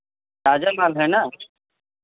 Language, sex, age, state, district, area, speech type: Hindi, male, 30-45, Uttar Pradesh, Varanasi, urban, conversation